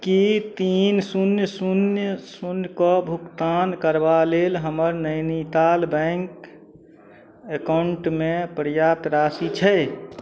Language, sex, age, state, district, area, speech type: Maithili, male, 45-60, Bihar, Madhubani, rural, read